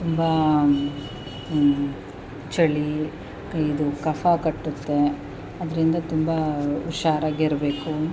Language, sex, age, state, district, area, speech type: Kannada, female, 30-45, Karnataka, Chamarajanagar, rural, spontaneous